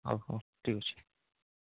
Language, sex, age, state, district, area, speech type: Odia, male, 30-45, Odisha, Nuapada, urban, conversation